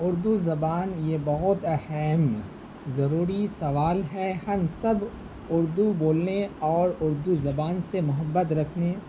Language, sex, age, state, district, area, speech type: Urdu, male, 18-30, Bihar, Purnia, rural, spontaneous